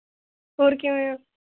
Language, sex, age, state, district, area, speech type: Punjabi, female, 18-30, Punjab, Mohali, rural, conversation